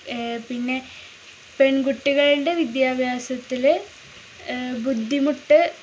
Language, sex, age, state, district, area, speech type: Malayalam, female, 30-45, Kerala, Kozhikode, rural, spontaneous